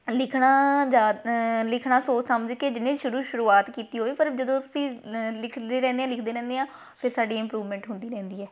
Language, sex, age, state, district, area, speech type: Punjabi, female, 18-30, Punjab, Shaheed Bhagat Singh Nagar, rural, spontaneous